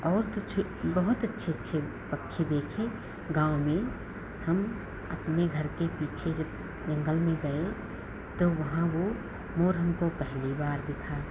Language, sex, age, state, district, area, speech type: Hindi, female, 45-60, Uttar Pradesh, Lucknow, rural, spontaneous